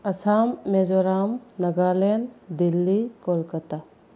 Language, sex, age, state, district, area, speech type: Manipuri, female, 30-45, Manipur, Bishnupur, rural, spontaneous